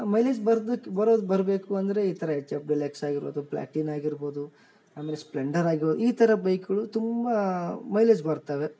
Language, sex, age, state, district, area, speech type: Kannada, male, 18-30, Karnataka, Bellary, rural, spontaneous